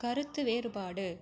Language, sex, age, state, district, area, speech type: Tamil, female, 30-45, Tamil Nadu, Cuddalore, rural, read